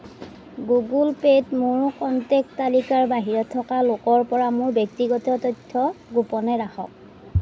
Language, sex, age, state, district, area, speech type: Assamese, female, 30-45, Assam, Darrang, rural, read